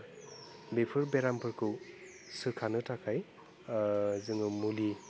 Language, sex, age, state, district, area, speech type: Bodo, male, 30-45, Assam, Udalguri, urban, spontaneous